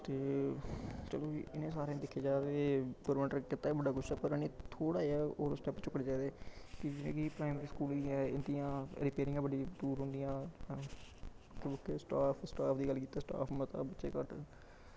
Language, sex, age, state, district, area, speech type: Dogri, male, 18-30, Jammu and Kashmir, Samba, rural, spontaneous